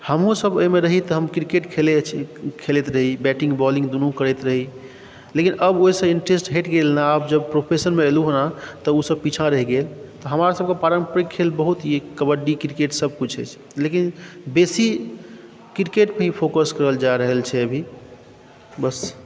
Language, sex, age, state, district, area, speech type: Maithili, male, 30-45, Bihar, Supaul, rural, spontaneous